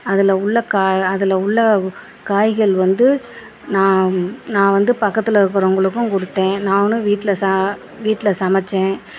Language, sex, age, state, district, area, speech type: Tamil, female, 45-60, Tamil Nadu, Perambalur, rural, spontaneous